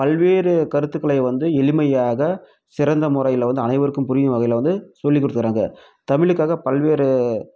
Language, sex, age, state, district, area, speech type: Tamil, male, 30-45, Tamil Nadu, Krishnagiri, rural, spontaneous